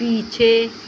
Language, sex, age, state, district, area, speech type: Hindi, female, 60+, Uttar Pradesh, Pratapgarh, urban, read